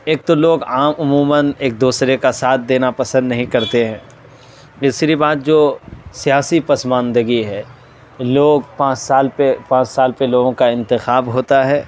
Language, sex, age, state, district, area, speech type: Urdu, male, 18-30, Delhi, South Delhi, urban, spontaneous